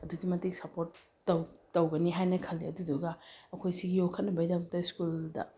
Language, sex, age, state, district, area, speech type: Manipuri, female, 30-45, Manipur, Bishnupur, rural, spontaneous